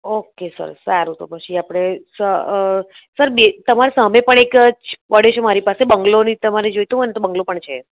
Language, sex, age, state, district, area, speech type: Gujarati, female, 30-45, Gujarat, Kheda, rural, conversation